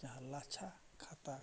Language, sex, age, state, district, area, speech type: Santali, male, 45-60, Odisha, Mayurbhanj, rural, spontaneous